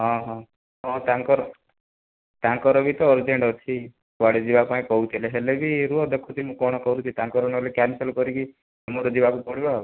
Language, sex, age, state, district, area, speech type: Odia, male, 18-30, Odisha, Kandhamal, rural, conversation